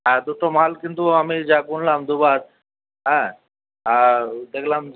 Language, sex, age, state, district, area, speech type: Bengali, male, 30-45, West Bengal, Purba Bardhaman, urban, conversation